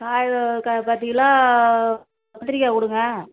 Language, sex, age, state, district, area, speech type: Tamil, female, 45-60, Tamil Nadu, Tiruvannamalai, rural, conversation